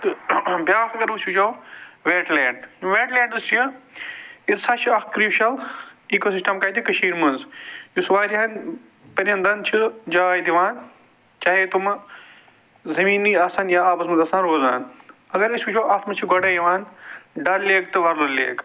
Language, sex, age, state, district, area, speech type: Kashmiri, male, 45-60, Jammu and Kashmir, Budgam, urban, spontaneous